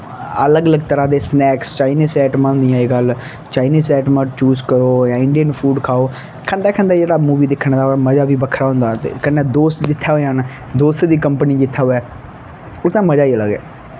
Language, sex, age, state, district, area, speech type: Dogri, male, 18-30, Jammu and Kashmir, Kathua, rural, spontaneous